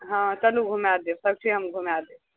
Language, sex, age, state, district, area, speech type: Maithili, female, 18-30, Bihar, Madhepura, rural, conversation